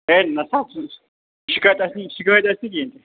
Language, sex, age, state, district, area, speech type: Kashmiri, male, 45-60, Jammu and Kashmir, Srinagar, rural, conversation